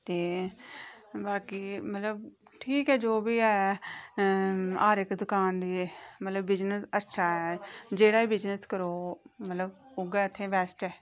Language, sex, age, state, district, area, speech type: Dogri, female, 30-45, Jammu and Kashmir, Reasi, rural, spontaneous